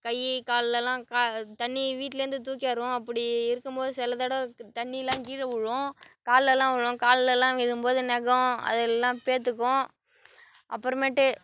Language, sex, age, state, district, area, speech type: Tamil, male, 18-30, Tamil Nadu, Cuddalore, rural, spontaneous